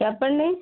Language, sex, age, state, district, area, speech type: Telugu, female, 60+, Andhra Pradesh, West Godavari, rural, conversation